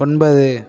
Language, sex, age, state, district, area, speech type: Tamil, male, 18-30, Tamil Nadu, Tiruvarur, rural, read